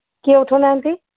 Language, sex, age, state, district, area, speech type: Odia, female, 45-60, Odisha, Sambalpur, rural, conversation